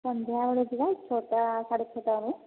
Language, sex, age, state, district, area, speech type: Odia, female, 45-60, Odisha, Angul, rural, conversation